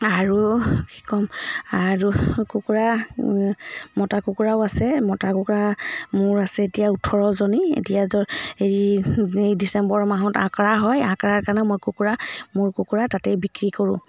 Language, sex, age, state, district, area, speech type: Assamese, female, 30-45, Assam, Charaideo, rural, spontaneous